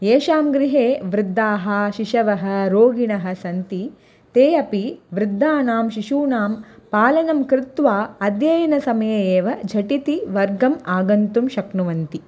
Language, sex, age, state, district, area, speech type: Sanskrit, female, 18-30, Tamil Nadu, Chennai, urban, spontaneous